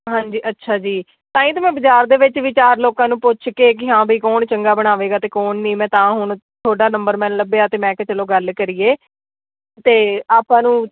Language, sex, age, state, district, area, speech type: Punjabi, female, 18-30, Punjab, Fazilka, rural, conversation